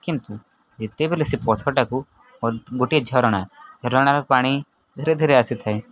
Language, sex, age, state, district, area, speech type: Odia, male, 18-30, Odisha, Nuapada, urban, spontaneous